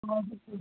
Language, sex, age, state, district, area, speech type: Telugu, female, 30-45, Andhra Pradesh, Nellore, urban, conversation